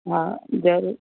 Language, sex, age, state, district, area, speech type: Sindhi, female, 45-60, Gujarat, Kutch, urban, conversation